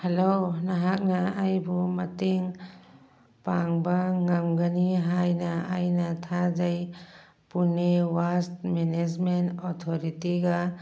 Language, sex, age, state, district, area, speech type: Manipuri, female, 45-60, Manipur, Churachandpur, urban, read